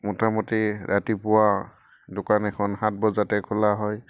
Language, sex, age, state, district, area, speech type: Assamese, male, 45-60, Assam, Udalguri, rural, spontaneous